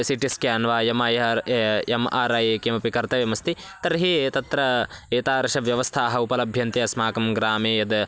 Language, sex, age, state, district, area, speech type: Sanskrit, male, 18-30, Karnataka, Bagalkot, rural, spontaneous